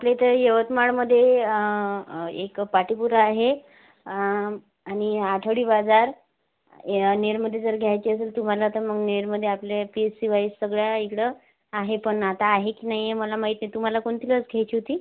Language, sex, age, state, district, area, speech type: Marathi, female, 18-30, Maharashtra, Yavatmal, rural, conversation